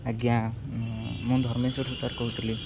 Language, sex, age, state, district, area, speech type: Odia, male, 18-30, Odisha, Jagatsinghpur, rural, spontaneous